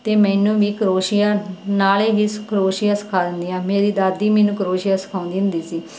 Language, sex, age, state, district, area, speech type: Punjabi, female, 30-45, Punjab, Muktsar, urban, spontaneous